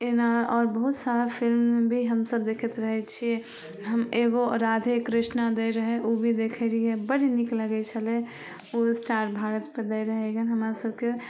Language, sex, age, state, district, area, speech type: Maithili, female, 18-30, Bihar, Samastipur, urban, spontaneous